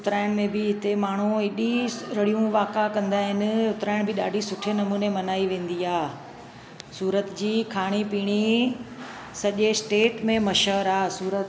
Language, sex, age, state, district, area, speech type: Sindhi, female, 45-60, Gujarat, Surat, urban, spontaneous